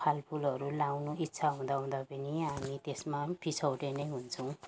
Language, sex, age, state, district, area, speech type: Nepali, female, 60+, West Bengal, Jalpaiguri, rural, spontaneous